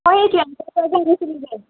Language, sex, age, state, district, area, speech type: Assamese, male, 18-30, Assam, Morigaon, rural, conversation